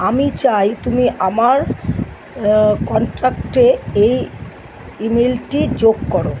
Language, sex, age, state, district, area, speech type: Bengali, female, 60+, West Bengal, Kolkata, urban, read